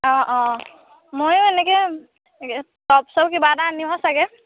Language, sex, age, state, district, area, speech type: Assamese, female, 18-30, Assam, Lakhimpur, rural, conversation